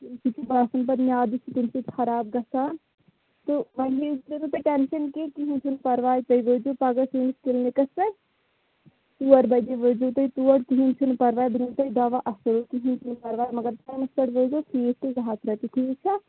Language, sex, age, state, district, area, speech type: Kashmiri, female, 30-45, Jammu and Kashmir, Shopian, urban, conversation